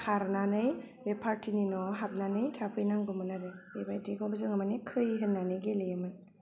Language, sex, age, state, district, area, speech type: Bodo, female, 18-30, Assam, Kokrajhar, rural, spontaneous